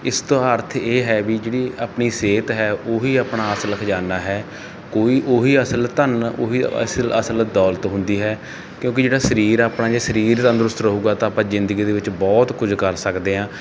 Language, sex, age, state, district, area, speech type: Punjabi, male, 30-45, Punjab, Barnala, rural, spontaneous